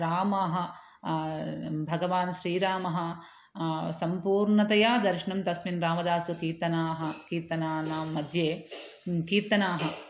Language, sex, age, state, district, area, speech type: Sanskrit, female, 30-45, Telangana, Ranga Reddy, urban, spontaneous